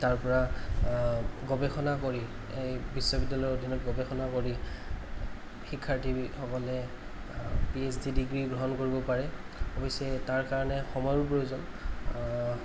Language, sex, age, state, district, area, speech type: Assamese, male, 30-45, Assam, Kamrup Metropolitan, urban, spontaneous